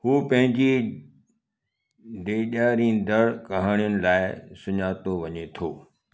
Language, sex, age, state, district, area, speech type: Sindhi, male, 60+, Gujarat, Kutch, urban, read